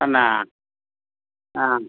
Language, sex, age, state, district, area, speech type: Malayalam, male, 45-60, Kerala, Malappuram, rural, conversation